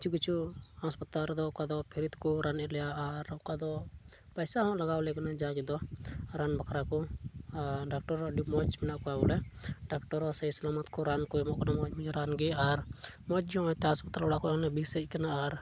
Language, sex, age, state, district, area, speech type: Santali, male, 18-30, Jharkhand, Pakur, rural, spontaneous